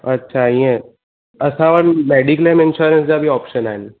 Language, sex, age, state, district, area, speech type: Sindhi, male, 18-30, Gujarat, Surat, urban, conversation